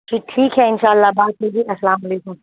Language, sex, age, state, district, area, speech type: Urdu, female, 30-45, Bihar, Khagaria, rural, conversation